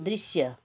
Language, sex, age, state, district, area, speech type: Nepali, female, 60+, West Bengal, Jalpaiguri, rural, read